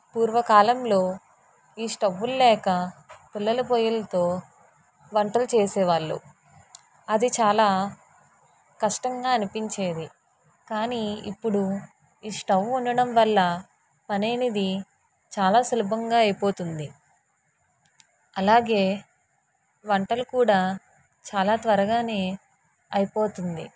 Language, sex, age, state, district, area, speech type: Telugu, female, 45-60, Andhra Pradesh, N T Rama Rao, urban, spontaneous